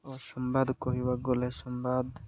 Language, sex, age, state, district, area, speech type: Odia, male, 18-30, Odisha, Koraput, urban, spontaneous